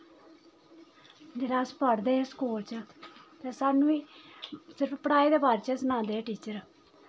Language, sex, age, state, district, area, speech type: Dogri, female, 30-45, Jammu and Kashmir, Samba, urban, spontaneous